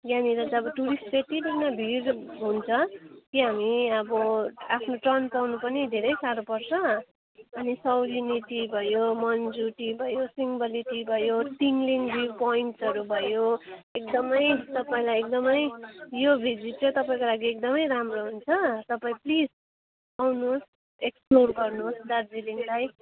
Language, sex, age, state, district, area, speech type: Nepali, female, 30-45, West Bengal, Darjeeling, rural, conversation